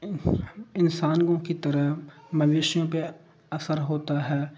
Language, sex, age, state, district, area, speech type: Urdu, male, 45-60, Bihar, Darbhanga, rural, spontaneous